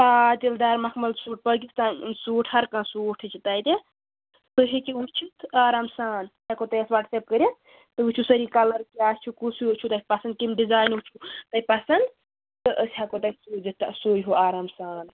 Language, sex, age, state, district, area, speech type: Kashmiri, female, 18-30, Jammu and Kashmir, Bandipora, rural, conversation